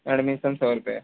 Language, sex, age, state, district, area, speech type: Hindi, male, 18-30, Uttar Pradesh, Mau, rural, conversation